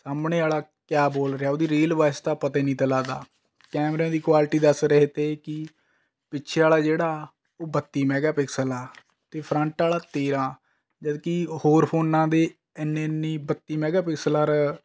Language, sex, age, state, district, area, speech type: Punjabi, male, 18-30, Punjab, Rupnagar, rural, spontaneous